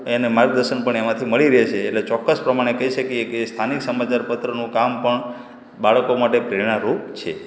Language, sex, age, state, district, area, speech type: Gujarati, male, 18-30, Gujarat, Morbi, rural, spontaneous